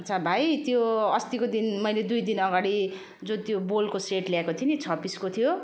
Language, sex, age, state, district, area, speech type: Nepali, female, 45-60, West Bengal, Darjeeling, rural, spontaneous